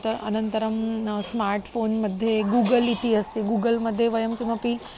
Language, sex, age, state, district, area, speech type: Sanskrit, female, 30-45, Maharashtra, Nagpur, urban, spontaneous